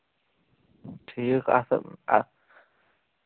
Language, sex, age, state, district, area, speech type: Kashmiri, male, 18-30, Jammu and Kashmir, Kulgam, rural, conversation